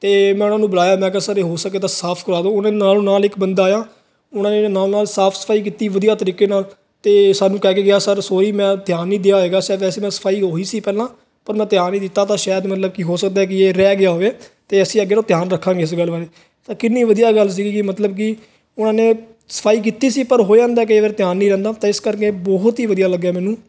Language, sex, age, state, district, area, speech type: Punjabi, male, 18-30, Punjab, Fazilka, urban, spontaneous